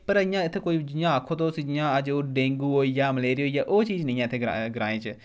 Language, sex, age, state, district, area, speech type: Dogri, male, 30-45, Jammu and Kashmir, Udhampur, rural, spontaneous